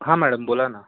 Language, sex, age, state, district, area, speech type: Marathi, male, 30-45, Maharashtra, Yavatmal, urban, conversation